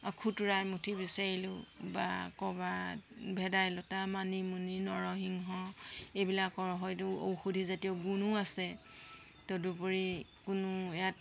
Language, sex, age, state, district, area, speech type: Assamese, female, 60+, Assam, Tinsukia, rural, spontaneous